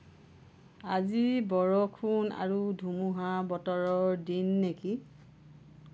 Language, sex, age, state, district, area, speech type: Assamese, female, 45-60, Assam, Lakhimpur, rural, read